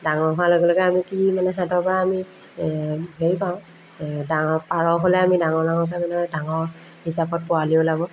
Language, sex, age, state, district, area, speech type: Assamese, female, 30-45, Assam, Majuli, urban, spontaneous